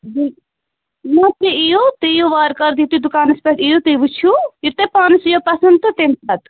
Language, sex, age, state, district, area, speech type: Kashmiri, female, 18-30, Jammu and Kashmir, Bandipora, rural, conversation